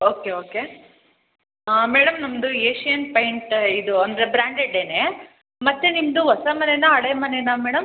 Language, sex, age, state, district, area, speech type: Kannada, female, 30-45, Karnataka, Hassan, urban, conversation